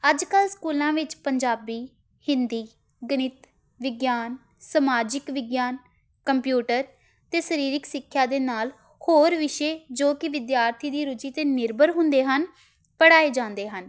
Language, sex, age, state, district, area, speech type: Punjabi, female, 18-30, Punjab, Tarn Taran, rural, spontaneous